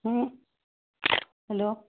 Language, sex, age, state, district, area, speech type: Odia, female, 45-60, Odisha, Sambalpur, rural, conversation